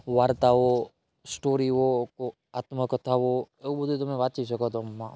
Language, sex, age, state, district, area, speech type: Gujarati, male, 30-45, Gujarat, Rajkot, rural, spontaneous